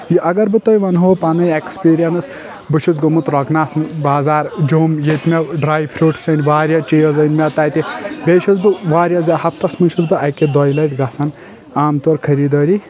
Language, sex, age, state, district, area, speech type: Kashmiri, male, 18-30, Jammu and Kashmir, Kulgam, urban, spontaneous